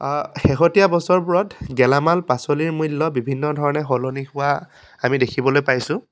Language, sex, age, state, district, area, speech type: Assamese, male, 18-30, Assam, Dhemaji, rural, spontaneous